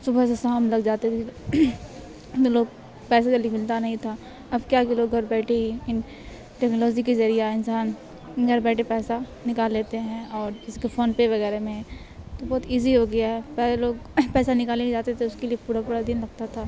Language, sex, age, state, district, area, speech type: Urdu, female, 18-30, Bihar, Supaul, rural, spontaneous